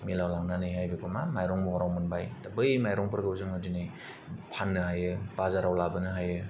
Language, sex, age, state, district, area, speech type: Bodo, male, 18-30, Assam, Kokrajhar, rural, spontaneous